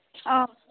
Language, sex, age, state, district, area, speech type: Nepali, female, 18-30, West Bengal, Alipurduar, urban, conversation